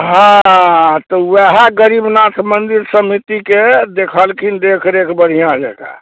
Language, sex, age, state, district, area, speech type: Maithili, male, 45-60, Bihar, Muzaffarpur, rural, conversation